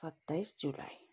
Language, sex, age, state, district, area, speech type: Nepali, female, 30-45, West Bengal, Kalimpong, rural, spontaneous